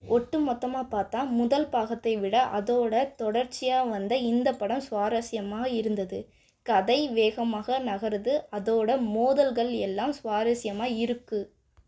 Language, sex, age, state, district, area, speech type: Tamil, female, 18-30, Tamil Nadu, Madurai, urban, read